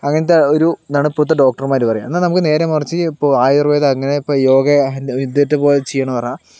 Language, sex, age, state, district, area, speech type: Malayalam, male, 60+, Kerala, Palakkad, rural, spontaneous